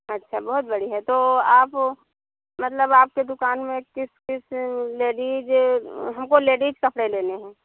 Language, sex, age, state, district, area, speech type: Hindi, female, 45-60, Uttar Pradesh, Hardoi, rural, conversation